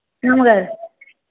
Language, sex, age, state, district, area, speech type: Telugu, female, 18-30, Andhra Pradesh, Palnadu, rural, conversation